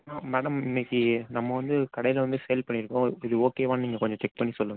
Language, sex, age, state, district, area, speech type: Tamil, male, 30-45, Tamil Nadu, Tiruvarur, rural, conversation